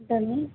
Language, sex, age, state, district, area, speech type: Telugu, female, 45-60, Andhra Pradesh, Vizianagaram, rural, conversation